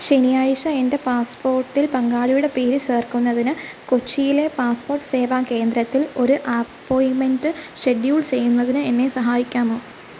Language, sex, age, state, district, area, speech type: Malayalam, female, 18-30, Kerala, Alappuzha, rural, read